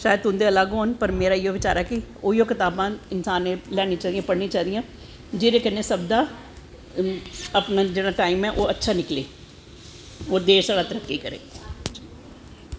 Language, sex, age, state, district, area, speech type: Dogri, female, 45-60, Jammu and Kashmir, Jammu, urban, spontaneous